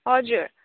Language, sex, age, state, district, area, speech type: Nepali, female, 18-30, West Bengal, Kalimpong, rural, conversation